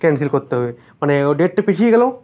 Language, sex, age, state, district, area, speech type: Bengali, male, 18-30, West Bengal, Uttar Dinajpur, rural, spontaneous